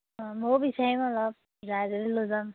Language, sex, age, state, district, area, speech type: Assamese, female, 18-30, Assam, Majuli, urban, conversation